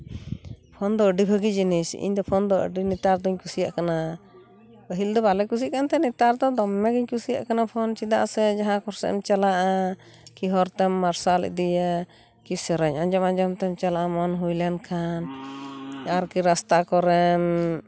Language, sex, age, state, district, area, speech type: Santali, female, 45-60, West Bengal, Purulia, rural, spontaneous